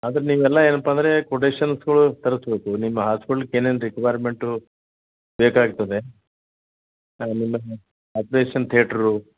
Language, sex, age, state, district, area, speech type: Kannada, male, 60+, Karnataka, Gulbarga, urban, conversation